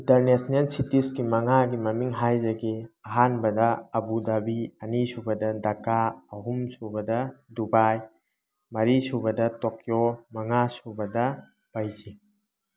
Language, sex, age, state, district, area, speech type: Manipuri, male, 30-45, Manipur, Thoubal, rural, spontaneous